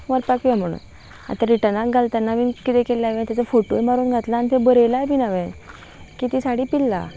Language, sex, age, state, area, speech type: Goan Konkani, female, 18-30, Goa, rural, spontaneous